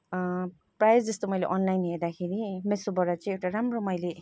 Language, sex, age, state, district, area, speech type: Nepali, female, 30-45, West Bengal, Kalimpong, rural, spontaneous